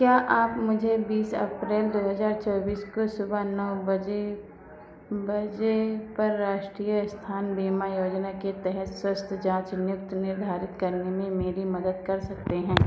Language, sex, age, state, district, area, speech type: Hindi, female, 45-60, Uttar Pradesh, Ayodhya, rural, read